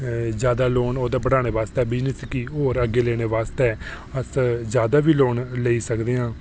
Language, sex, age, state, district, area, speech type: Dogri, male, 18-30, Jammu and Kashmir, Reasi, rural, spontaneous